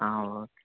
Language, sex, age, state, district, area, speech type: Telugu, male, 18-30, Andhra Pradesh, Annamaya, rural, conversation